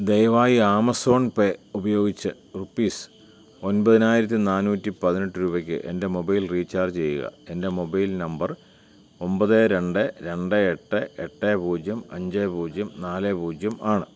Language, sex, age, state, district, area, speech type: Malayalam, male, 45-60, Kerala, Kottayam, urban, read